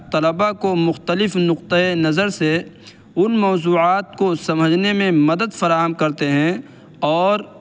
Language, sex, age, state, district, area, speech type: Urdu, male, 18-30, Uttar Pradesh, Saharanpur, urban, spontaneous